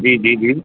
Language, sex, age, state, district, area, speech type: Sindhi, male, 30-45, Gujarat, Surat, urban, conversation